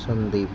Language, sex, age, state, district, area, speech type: Telugu, male, 45-60, Andhra Pradesh, Visakhapatnam, urban, spontaneous